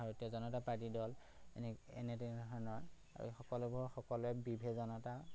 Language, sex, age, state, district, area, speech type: Assamese, male, 30-45, Assam, Majuli, urban, spontaneous